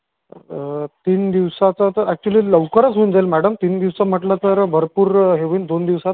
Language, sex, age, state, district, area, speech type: Marathi, male, 30-45, Maharashtra, Amravati, urban, conversation